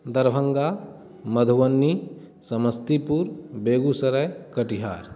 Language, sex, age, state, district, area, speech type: Maithili, male, 30-45, Bihar, Madhubani, rural, spontaneous